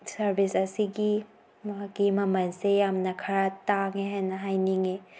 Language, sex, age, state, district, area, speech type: Manipuri, female, 18-30, Manipur, Tengnoupal, urban, spontaneous